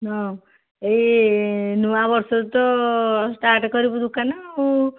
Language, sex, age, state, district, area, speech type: Odia, female, 60+, Odisha, Jharsuguda, rural, conversation